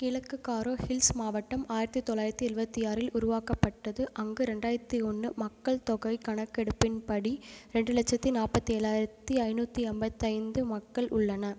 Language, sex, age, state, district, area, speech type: Tamil, female, 30-45, Tamil Nadu, Ariyalur, rural, read